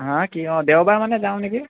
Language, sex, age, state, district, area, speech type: Assamese, male, 30-45, Assam, Sonitpur, rural, conversation